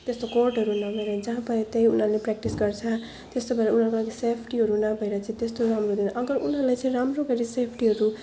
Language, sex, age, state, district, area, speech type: Nepali, female, 18-30, West Bengal, Alipurduar, urban, spontaneous